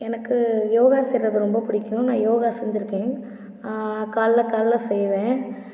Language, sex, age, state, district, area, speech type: Tamil, female, 18-30, Tamil Nadu, Ariyalur, rural, spontaneous